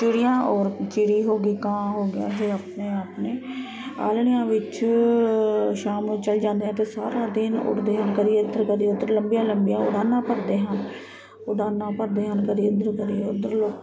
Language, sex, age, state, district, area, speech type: Punjabi, female, 30-45, Punjab, Ludhiana, urban, spontaneous